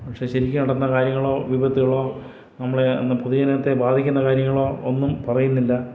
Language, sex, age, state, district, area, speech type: Malayalam, male, 60+, Kerala, Kollam, rural, spontaneous